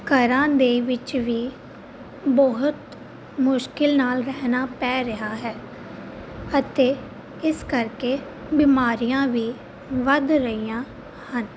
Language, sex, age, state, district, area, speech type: Punjabi, female, 18-30, Punjab, Fazilka, rural, spontaneous